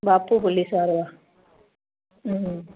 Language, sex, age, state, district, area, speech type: Sindhi, female, 45-60, Gujarat, Kutch, urban, conversation